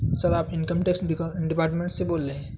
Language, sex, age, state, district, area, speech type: Urdu, male, 18-30, Uttar Pradesh, Saharanpur, urban, spontaneous